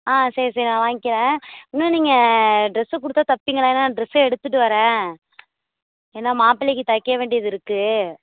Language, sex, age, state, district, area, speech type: Tamil, female, 18-30, Tamil Nadu, Nagapattinam, urban, conversation